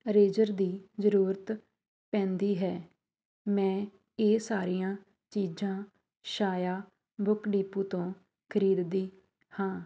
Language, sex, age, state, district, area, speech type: Punjabi, female, 30-45, Punjab, Shaheed Bhagat Singh Nagar, urban, spontaneous